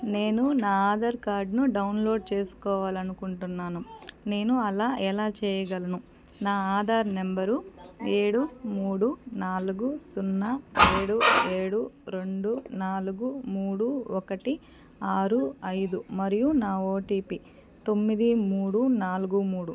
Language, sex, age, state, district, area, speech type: Telugu, female, 18-30, Andhra Pradesh, Eluru, urban, read